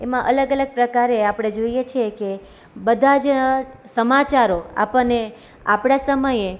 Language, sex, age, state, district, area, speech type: Gujarati, female, 30-45, Gujarat, Rajkot, urban, spontaneous